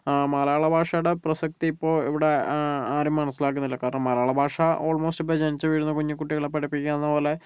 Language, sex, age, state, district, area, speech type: Malayalam, male, 30-45, Kerala, Kozhikode, urban, spontaneous